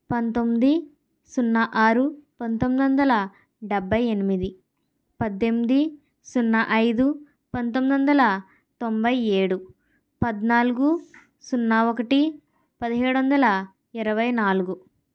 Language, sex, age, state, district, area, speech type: Telugu, female, 30-45, Andhra Pradesh, Kakinada, rural, spontaneous